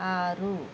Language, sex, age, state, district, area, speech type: Telugu, female, 45-60, Andhra Pradesh, N T Rama Rao, urban, read